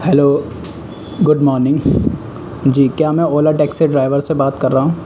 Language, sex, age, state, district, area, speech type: Urdu, male, 18-30, Delhi, North West Delhi, urban, spontaneous